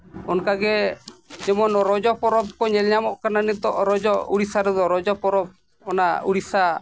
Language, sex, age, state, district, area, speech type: Santali, male, 45-60, Jharkhand, East Singhbhum, rural, spontaneous